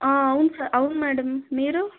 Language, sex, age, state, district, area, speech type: Telugu, female, 18-30, Andhra Pradesh, Nellore, rural, conversation